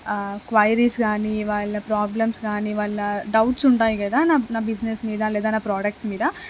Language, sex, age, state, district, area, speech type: Telugu, female, 18-30, Telangana, Hanamkonda, urban, spontaneous